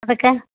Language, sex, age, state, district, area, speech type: Kannada, female, 45-60, Karnataka, Gulbarga, urban, conversation